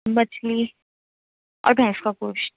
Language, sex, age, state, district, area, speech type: Urdu, female, 30-45, Delhi, Central Delhi, urban, conversation